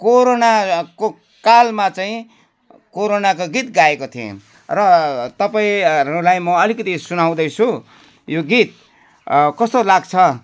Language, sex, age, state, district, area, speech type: Nepali, male, 60+, West Bengal, Jalpaiguri, urban, spontaneous